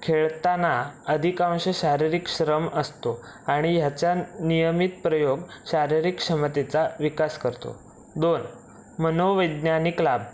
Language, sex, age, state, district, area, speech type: Marathi, male, 18-30, Maharashtra, Raigad, rural, spontaneous